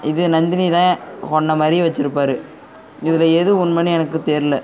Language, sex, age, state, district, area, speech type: Tamil, male, 18-30, Tamil Nadu, Cuddalore, rural, spontaneous